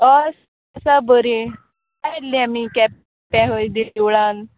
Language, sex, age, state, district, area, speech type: Goan Konkani, female, 30-45, Goa, Quepem, rural, conversation